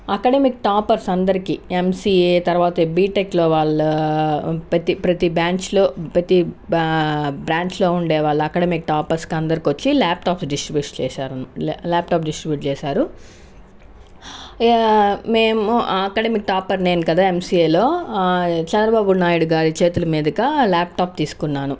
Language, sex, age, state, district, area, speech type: Telugu, female, 30-45, Andhra Pradesh, Sri Balaji, rural, spontaneous